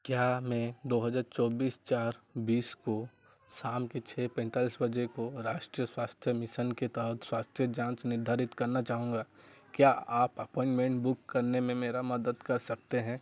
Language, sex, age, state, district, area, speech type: Hindi, male, 45-60, Madhya Pradesh, Chhindwara, rural, read